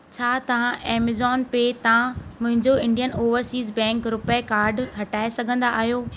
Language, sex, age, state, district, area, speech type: Sindhi, female, 18-30, Madhya Pradesh, Katni, urban, read